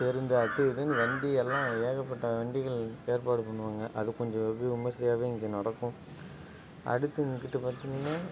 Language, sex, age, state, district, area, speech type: Tamil, male, 18-30, Tamil Nadu, Ariyalur, rural, spontaneous